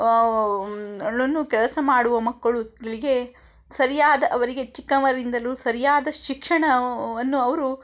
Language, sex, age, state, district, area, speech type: Kannada, female, 30-45, Karnataka, Shimoga, rural, spontaneous